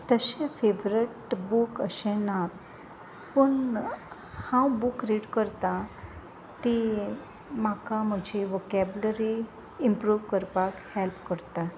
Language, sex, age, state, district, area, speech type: Goan Konkani, female, 30-45, Goa, Salcete, rural, spontaneous